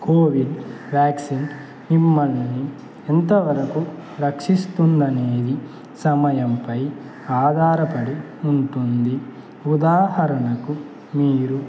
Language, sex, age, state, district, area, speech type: Telugu, male, 18-30, Andhra Pradesh, Annamaya, rural, spontaneous